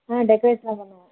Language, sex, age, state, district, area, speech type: Tamil, female, 18-30, Tamil Nadu, Thanjavur, urban, conversation